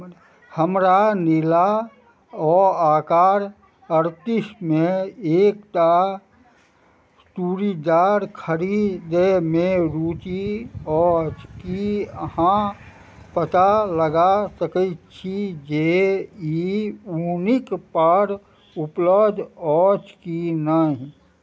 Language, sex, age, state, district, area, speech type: Maithili, male, 60+, Bihar, Madhubani, rural, read